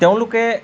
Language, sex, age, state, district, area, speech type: Assamese, male, 30-45, Assam, Lakhimpur, rural, spontaneous